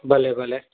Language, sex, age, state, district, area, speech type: Sindhi, male, 30-45, Gujarat, Surat, urban, conversation